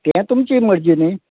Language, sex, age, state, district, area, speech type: Goan Konkani, male, 60+, Goa, Quepem, rural, conversation